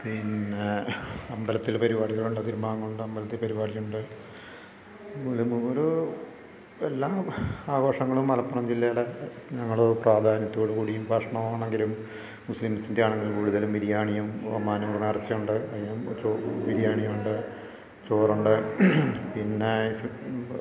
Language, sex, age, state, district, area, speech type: Malayalam, male, 45-60, Kerala, Malappuram, rural, spontaneous